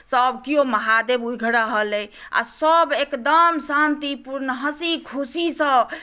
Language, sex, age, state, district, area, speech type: Maithili, female, 60+, Bihar, Madhubani, rural, spontaneous